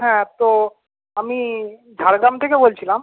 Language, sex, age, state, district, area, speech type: Bengali, male, 45-60, West Bengal, Jhargram, rural, conversation